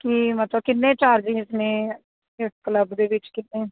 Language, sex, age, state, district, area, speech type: Punjabi, female, 30-45, Punjab, Kapurthala, urban, conversation